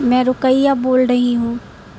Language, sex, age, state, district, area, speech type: Urdu, female, 18-30, Bihar, Madhubani, rural, spontaneous